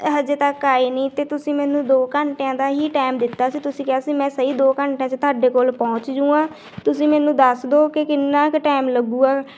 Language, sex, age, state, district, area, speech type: Punjabi, female, 18-30, Punjab, Bathinda, rural, spontaneous